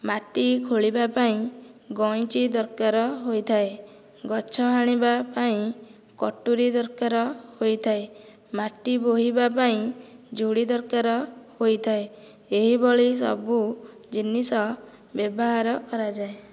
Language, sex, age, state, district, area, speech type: Odia, female, 18-30, Odisha, Nayagarh, rural, spontaneous